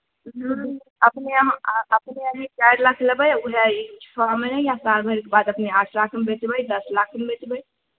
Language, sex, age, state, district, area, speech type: Maithili, female, 18-30, Bihar, Begusarai, urban, conversation